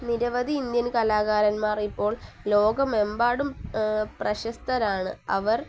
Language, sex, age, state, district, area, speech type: Malayalam, female, 18-30, Kerala, Palakkad, rural, spontaneous